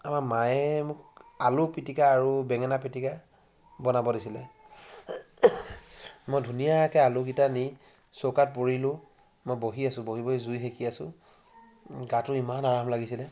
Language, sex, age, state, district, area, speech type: Assamese, male, 60+, Assam, Charaideo, rural, spontaneous